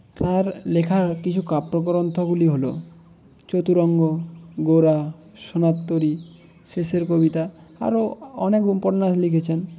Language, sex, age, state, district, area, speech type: Bengali, male, 18-30, West Bengal, Jhargram, rural, spontaneous